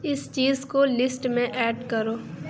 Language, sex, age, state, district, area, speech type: Urdu, female, 30-45, Uttar Pradesh, Lucknow, urban, read